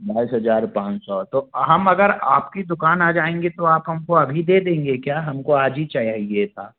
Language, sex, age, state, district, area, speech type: Hindi, male, 30-45, Madhya Pradesh, Jabalpur, urban, conversation